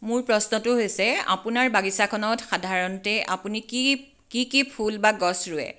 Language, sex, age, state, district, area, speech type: Assamese, female, 45-60, Assam, Tinsukia, urban, spontaneous